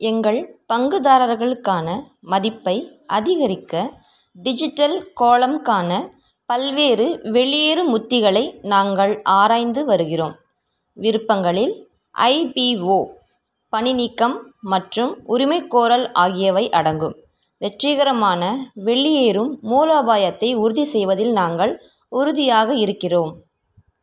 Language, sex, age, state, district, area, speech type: Tamil, female, 30-45, Tamil Nadu, Ranipet, rural, read